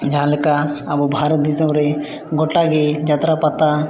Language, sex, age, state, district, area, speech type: Santali, male, 18-30, Jharkhand, East Singhbhum, rural, spontaneous